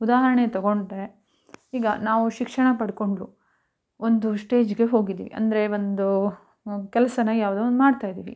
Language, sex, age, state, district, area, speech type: Kannada, female, 30-45, Karnataka, Mandya, rural, spontaneous